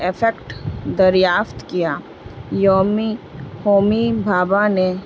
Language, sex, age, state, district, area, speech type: Urdu, female, 18-30, Bihar, Gaya, urban, spontaneous